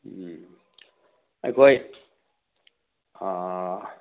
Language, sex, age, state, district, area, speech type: Manipuri, male, 60+, Manipur, Churachandpur, urban, conversation